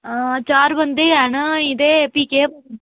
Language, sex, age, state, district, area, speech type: Dogri, female, 18-30, Jammu and Kashmir, Udhampur, rural, conversation